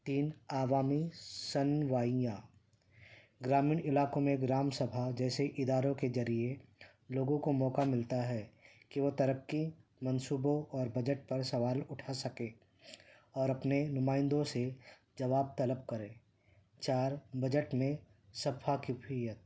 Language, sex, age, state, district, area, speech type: Urdu, male, 45-60, Uttar Pradesh, Ghaziabad, urban, spontaneous